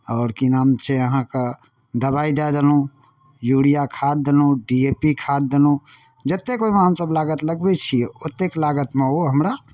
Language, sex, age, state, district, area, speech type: Maithili, male, 30-45, Bihar, Darbhanga, urban, spontaneous